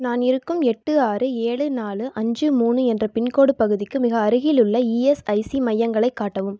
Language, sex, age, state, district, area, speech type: Tamil, female, 18-30, Tamil Nadu, Erode, rural, read